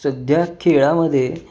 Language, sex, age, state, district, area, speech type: Marathi, male, 18-30, Maharashtra, Kolhapur, urban, spontaneous